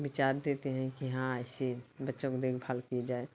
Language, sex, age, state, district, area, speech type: Hindi, female, 45-60, Uttar Pradesh, Bhadohi, urban, spontaneous